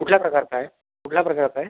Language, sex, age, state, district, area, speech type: Marathi, male, 30-45, Maharashtra, Akola, rural, conversation